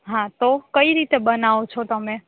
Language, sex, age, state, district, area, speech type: Gujarati, female, 18-30, Gujarat, Rajkot, rural, conversation